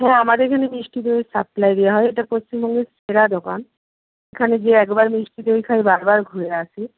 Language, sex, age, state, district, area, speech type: Bengali, female, 45-60, West Bengal, Nadia, rural, conversation